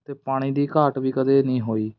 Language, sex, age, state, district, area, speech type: Punjabi, male, 18-30, Punjab, Fatehgarh Sahib, rural, spontaneous